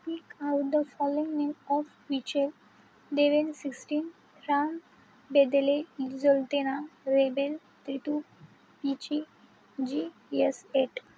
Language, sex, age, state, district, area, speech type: Marathi, female, 18-30, Maharashtra, Nanded, rural, spontaneous